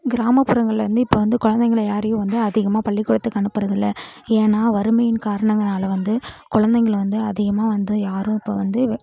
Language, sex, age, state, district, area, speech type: Tamil, female, 18-30, Tamil Nadu, Namakkal, rural, spontaneous